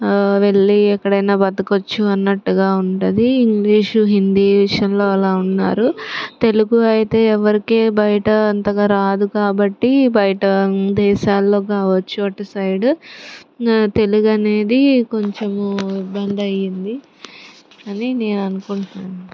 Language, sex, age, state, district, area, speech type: Telugu, female, 30-45, Andhra Pradesh, Guntur, rural, spontaneous